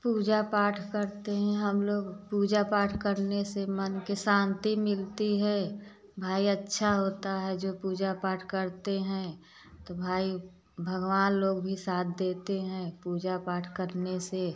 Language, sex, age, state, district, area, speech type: Hindi, female, 45-60, Uttar Pradesh, Prayagraj, urban, spontaneous